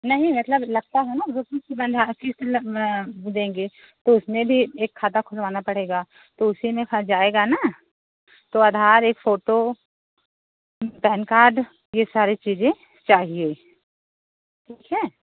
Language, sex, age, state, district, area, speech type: Hindi, female, 45-60, Uttar Pradesh, Pratapgarh, rural, conversation